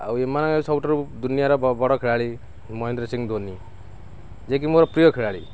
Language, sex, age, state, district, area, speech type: Odia, male, 45-60, Odisha, Kendrapara, urban, spontaneous